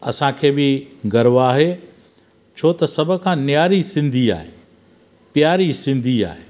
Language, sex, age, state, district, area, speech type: Sindhi, male, 60+, Gujarat, Junagadh, rural, spontaneous